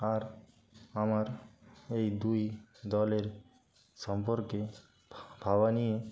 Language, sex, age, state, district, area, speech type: Bengali, male, 45-60, West Bengal, Nadia, rural, spontaneous